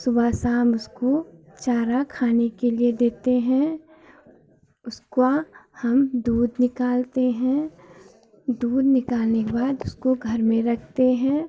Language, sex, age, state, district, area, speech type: Hindi, female, 45-60, Uttar Pradesh, Hardoi, rural, spontaneous